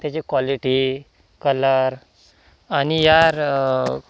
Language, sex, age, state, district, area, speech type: Marathi, male, 18-30, Maharashtra, Washim, rural, spontaneous